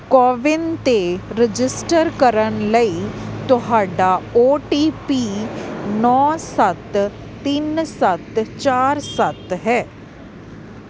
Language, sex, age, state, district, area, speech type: Punjabi, female, 30-45, Punjab, Kapurthala, urban, read